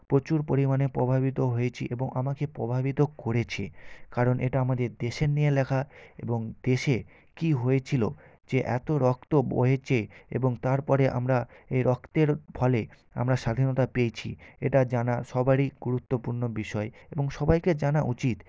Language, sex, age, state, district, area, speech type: Bengali, male, 18-30, West Bengal, North 24 Parganas, rural, spontaneous